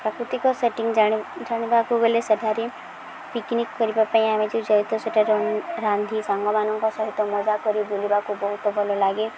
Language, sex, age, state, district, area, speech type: Odia, female, 18-30, Odisha, Subarnapur, urban, spontaneous